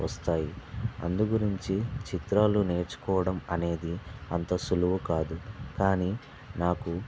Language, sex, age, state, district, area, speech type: Telugu, male, 18-30, Telangana, Vikarabad, urban, spontaneous